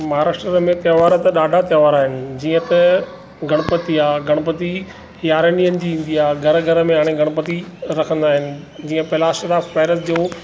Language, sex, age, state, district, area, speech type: Sindhi, male, 45-60, Maharashtra, Thane, urban, spontaneous